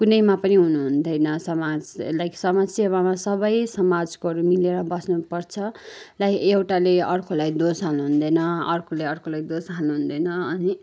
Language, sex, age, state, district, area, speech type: Nepali, female, 30-45, West Bengal, Kalimpong, rural, spontaneous